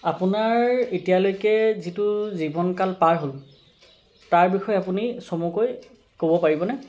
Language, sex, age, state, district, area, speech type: Assamese, male, 30-45, Assam, Charaideo, urban, spontaneous